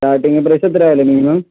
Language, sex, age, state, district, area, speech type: Malayalam, male, 18-30, Kerala, Kozhikode, rural, conversation